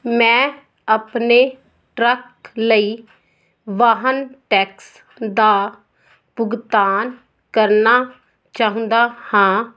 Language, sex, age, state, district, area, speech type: Punjabi, female, 45-60, Punjab, Fazilka, rural, read